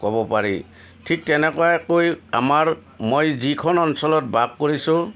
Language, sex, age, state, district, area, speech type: Assamese, male, 60+, Assam, Udalguri, urban, spontaneous